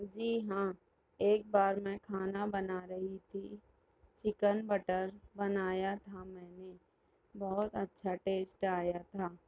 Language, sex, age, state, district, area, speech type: Urdu, female, 18-30, Maharashtra, Nashik, urban, spontaneous